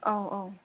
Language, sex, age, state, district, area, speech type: Bodo, female, 30-45, Assam, Kokrajhar, rural, conversation